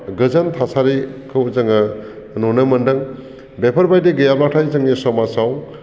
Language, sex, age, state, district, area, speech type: Bodo, male, 45-60, Assam, Baksa, urban, spontaneous